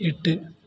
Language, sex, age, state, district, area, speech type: Tamil, male, 18-30, Tamil Nadu, Tiruvarur, rural, read